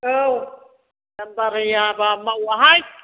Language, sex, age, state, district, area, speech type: Bodo, female, 60+, Assam, Chirang, rural, conversation